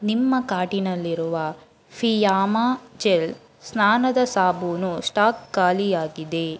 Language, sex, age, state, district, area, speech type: Kannada, female, 18-30, Karnataka, Chamarajanagar, rural, read